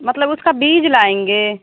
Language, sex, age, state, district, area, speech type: Hindi, female, 30-45, Bihar, Samastipur, rural, conversation